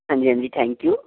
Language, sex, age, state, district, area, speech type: Punjabi, male, 18-30, Punjab, Gurdaspur, rural, conversation